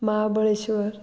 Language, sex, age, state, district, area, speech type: Goan Konkani, female, 18-30, Goa, Murmgao, urban, spontaneous